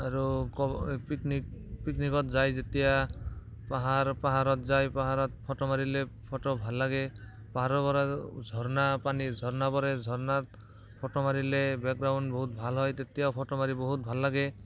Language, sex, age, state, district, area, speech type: Assamese, male, 18-30, Assam, Barpeta, rural, spontaneous